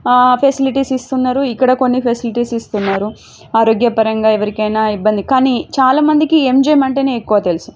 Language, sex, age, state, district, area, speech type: Telugu, female, 30-45, Telangana, Warangal, urban, spontaneous